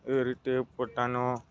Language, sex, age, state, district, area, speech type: Gujarati, male, 18-30, Gujarat, Narmada, rural, spontaneous